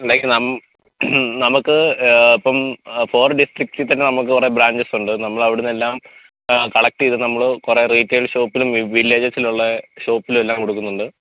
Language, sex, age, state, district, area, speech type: Malayalam, male, 30-45, Kerala, Pathanamthitta, rural, conversation